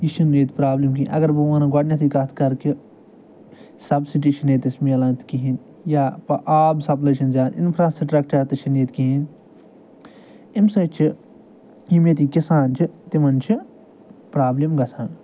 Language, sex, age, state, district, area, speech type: Kashmiri, male, 45-60, Jammu and Kashmir, Ganderbal, urban, spontaneous